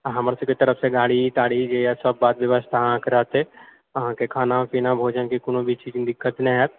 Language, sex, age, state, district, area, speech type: Maithili, male, 60+, Bihar, Purnia, urban, conversation